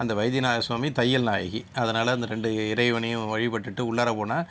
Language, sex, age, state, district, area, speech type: Tamil, male, 60+, Tamil Nadu, Sivaganga, urban, spontaneous